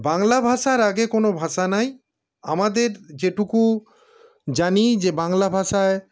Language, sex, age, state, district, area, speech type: Bengali, male, 60+, West Bengal, Paschim Bardhaman, urban, spontaneous